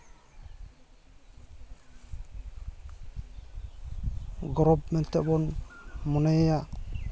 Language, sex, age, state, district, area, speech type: Santali, male, 30-45, West Bengal, Jhargram, rural, spontaneous